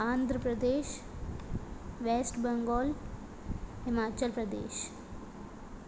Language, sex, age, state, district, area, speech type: Sindhi, female, 18-30, Madhya Pradesh, Katni, rural, spontaneous